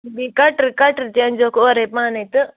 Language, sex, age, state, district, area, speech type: Kashmiri, female, 30-45, Jammu and Kashmir, Anantnag, rural, conversation